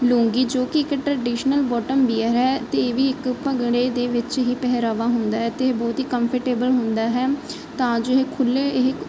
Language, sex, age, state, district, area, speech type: Punjabi, female, 30-45, Punjab, Barnala, rural, spontaneous